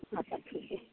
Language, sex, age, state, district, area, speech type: Hindi, female, 45-60, Bihar, Madhepura, rural, conversation